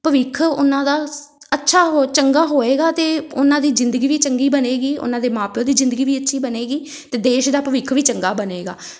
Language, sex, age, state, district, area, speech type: Punjabi, female, 30-45, Punjab, Amritsar, urban, spontaneous